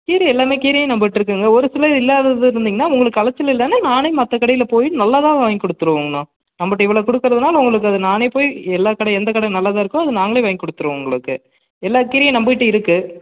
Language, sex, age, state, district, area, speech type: Tamil, male, 30-45, Tamil Nadu, Salem, rural, conversation